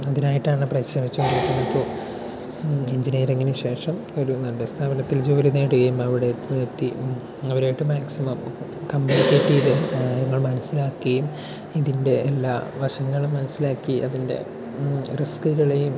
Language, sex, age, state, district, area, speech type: Malayalam, male, 18-30, Kerala, Palakkad, rural, spontaneous